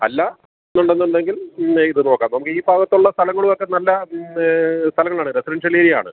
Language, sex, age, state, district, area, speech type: Malayalam, male, 45-60, Kerala, Alappuzha, rural, conversation